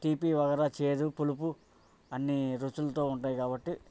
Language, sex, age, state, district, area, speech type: Telugu, male, 45-60, Andhra Pradesh, Bapatla, urban, spontaneous